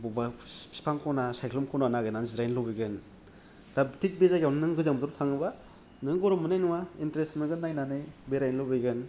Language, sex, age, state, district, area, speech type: Bodo, male, 30-45, Assam, Kokrajhar, rural, spontaneous